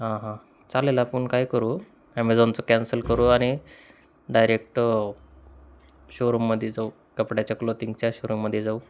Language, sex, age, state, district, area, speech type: Marathi, male, 30-45, Maharashtra, Osmanabad, rural, spontaneous